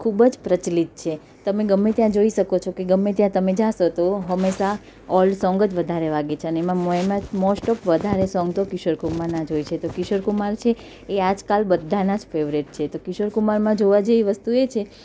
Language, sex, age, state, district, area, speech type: Gujarati, female, 30-45, Gujarat, Surat, urban, spontaneous